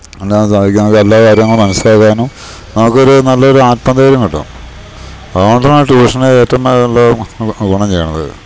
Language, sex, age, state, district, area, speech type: Malayalam, male, 60+, Kerala, Idukki, rural, spontaneous